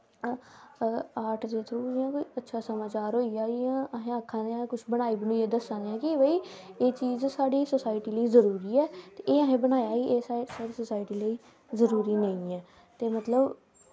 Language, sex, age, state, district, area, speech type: Dogri, female, 18-30, Jammu and Kashmir, Samba, rural, spontaneous